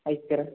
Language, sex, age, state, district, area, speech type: Kannada, male, 18-30, Karnataka, Gadag, urban, conversation